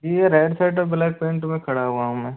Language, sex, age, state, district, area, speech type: Hindi, male, 18-30, Rajasthan, Jodhpur, rural, conversation